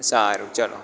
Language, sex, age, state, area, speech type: Gujarati, male, 18-30, Gujarat, rural, spontaneous